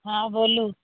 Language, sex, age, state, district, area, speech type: Maithili, female, 30-45, Bihar, Sitamarhi, urban, conversation